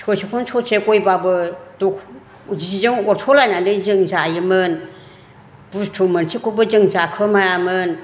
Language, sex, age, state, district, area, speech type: Bodo, female, 60+, Assam, Chirang, urban, spontaneous